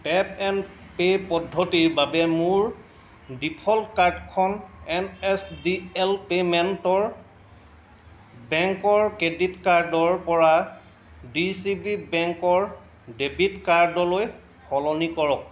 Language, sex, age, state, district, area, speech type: Assamese, male, 45-60, Assam, Golaghat, urban, read